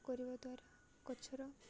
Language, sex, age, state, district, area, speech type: Odia, female, 18-30, Odisha, Koraput, urban, spontaneous